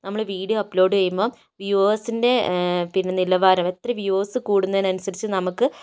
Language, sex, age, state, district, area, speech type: Malayalam, female, 30-45, Kerala, Kozhikode, urban, spontaneous